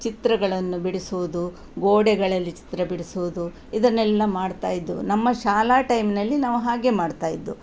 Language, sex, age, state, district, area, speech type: Kannada, female, 60+, Karnataka, Udupi, rural, spontaneous